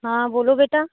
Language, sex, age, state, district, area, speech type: Hindi, female, 18-30, Uttar Pradesh, Azamgarh, rural, conversation